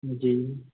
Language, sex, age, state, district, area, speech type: Punjabi, male, 30-45, Punjab, Patiala, urban, conversation